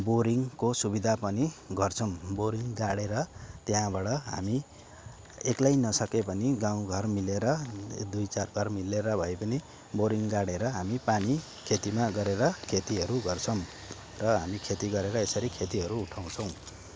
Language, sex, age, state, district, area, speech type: Nepali, male, 30-45, West Bengal, Darjeeling, rural, spontaneous